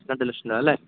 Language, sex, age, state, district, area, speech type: Malayalam, male, 30-45, Kerala, Idukki, rural, conversation